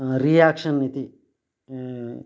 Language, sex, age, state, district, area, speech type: Sanskrit, male, 45-60, Karnataka, Uttara Kannada, rural, spontaneous